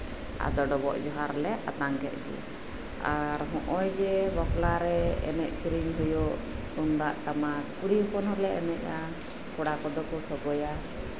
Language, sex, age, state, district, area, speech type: Santali, female, 30-45, West Bengal, Birbhum, rural, spontaneous